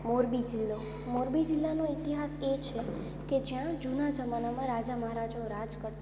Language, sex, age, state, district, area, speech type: Gujarati, female, 18-30, Gujarat, Morbi, urban, spontaneous